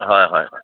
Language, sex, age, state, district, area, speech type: Assamese, male, 30-45, Assam, Lakhimpur, rural, conversation